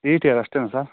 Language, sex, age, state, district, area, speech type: Kannada, male, 18-30, Karnataka, Chikkamagaluru, rural, conversation